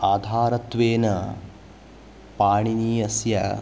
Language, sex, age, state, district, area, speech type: Sanskrit, male, 18-30, Karnataka, Uttara Kannada, urban, spontaneous